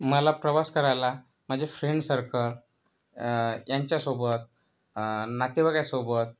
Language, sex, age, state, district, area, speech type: Marathi, male, 30-45, Maharashtra, Yavatmal, urban, spontaneous